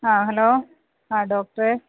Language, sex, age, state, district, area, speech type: Malayalam, female, 30-45, Kerala, Kollam, rural, conversation